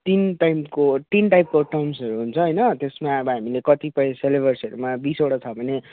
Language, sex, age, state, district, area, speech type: Nepali, male, 18-30, West Bengal, Jalpaiguri, rural, conversation